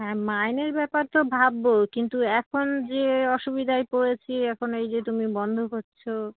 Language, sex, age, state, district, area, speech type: Bengali, female, 18-30, West Bengal, South 24 Parganas, rural, conversation